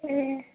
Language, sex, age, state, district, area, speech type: Bodo, female, 18-30, Assam, Chirang, urban, conversation